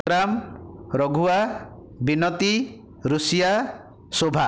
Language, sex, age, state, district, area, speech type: Odia, male, 60+, Odisha, Khordha, rural, spontaneous